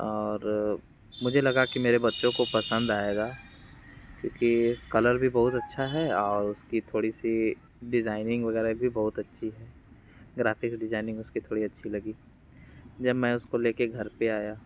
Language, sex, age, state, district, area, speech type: Hindi, male, 30-45, Uttar Pradesh, Mirzapur, urban, spontaneous